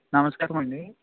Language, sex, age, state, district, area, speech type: Telugu, male, 18-30, Andhra Pradesh, Eluru, rural, conversation